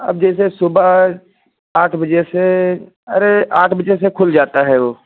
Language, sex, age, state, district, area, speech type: Hindi, male, 45-60, Uttar Pradesh, Lucknow, rural, conversation